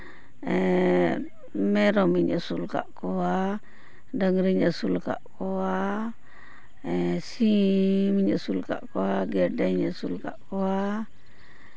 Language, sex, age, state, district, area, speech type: Santali, female, 45-60, West Bengal, Purba Bardhaman, rural, spontaneous